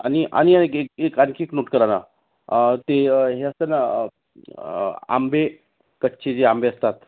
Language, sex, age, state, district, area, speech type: Marathi, male, 30-45, Maharashtra, Nagpur, urban, conversation